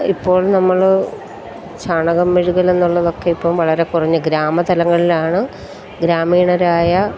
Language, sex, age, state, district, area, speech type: Malayalam, female, 45-60, Kerala, Kottayam, rural, spontaneous